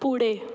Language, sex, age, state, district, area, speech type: Marathi, female, 18-30, Maharashtra, Mumbai Suburban, urban, read